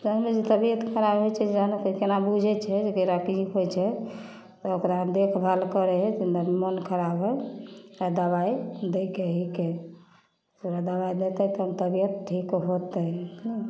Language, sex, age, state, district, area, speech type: Maithili, female, 45-60, Bihar, Samastipur, rural, spontaneous